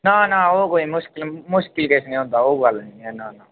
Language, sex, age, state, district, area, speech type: Dogri, male, 18-30, Jammu and Kashmir, Udhampur, rural, conversation